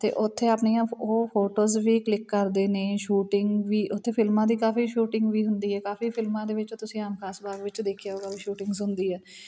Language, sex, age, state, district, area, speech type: Punjabi, female, 30-45, Punjab, Fatehgarh Sahib, rural, spontaneous